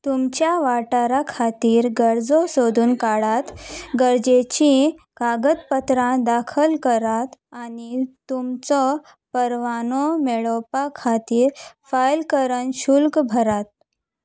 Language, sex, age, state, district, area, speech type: Goan Konkani, female, 18-30, Goa, Salcete, rural, read